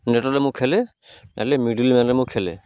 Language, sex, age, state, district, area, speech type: Odia, male, 45-60, Odisha, Malkangiri, urban, spontaneous